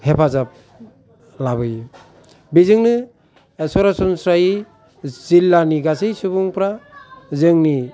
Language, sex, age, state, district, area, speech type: Bodo, male, 45-60, Assam, Kokrajhar, rural, spontaneous